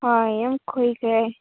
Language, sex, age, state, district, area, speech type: Manipuri, female, 18-30, Manipur, Senapati, rural, conversation